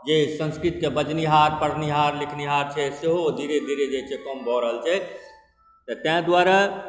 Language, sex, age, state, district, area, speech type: Maithili, male, 45-60, Bihar, Supaul, urban, spontaneous